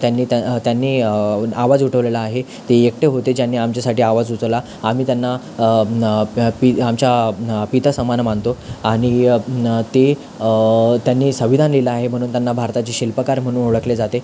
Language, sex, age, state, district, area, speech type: Marathi, male, 18-30, Maharashtra, Thane, urban, spontaneous